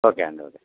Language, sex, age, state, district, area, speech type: Telugu, male, 45-60, Telangana, Peddapalli, rural, conversation